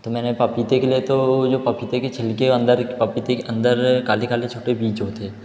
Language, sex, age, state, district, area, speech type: Hindi, male, 18-30, Madhya Pradesh, Betul, urban, spontaneous